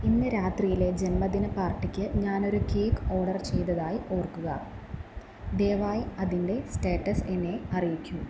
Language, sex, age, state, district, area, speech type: Malayalam, female, 18-30, Kerala, Wayanad, rural, read